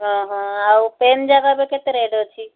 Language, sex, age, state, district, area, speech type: Odia, female, 60+, Odisha, Gajapati, rural, conversation